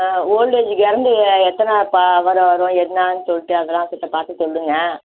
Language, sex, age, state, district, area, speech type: Tamil, female, 60+, Tamil Nadu, Virudhunagar, rural, conversation